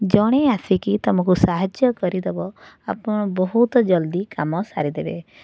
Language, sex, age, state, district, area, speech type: Odia, female, 30-45, Odisha, Cuttack, urban, spontaneous